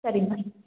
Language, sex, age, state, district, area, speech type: Kannada, female, 18-30, Karnataka, Hassan, urban, conversation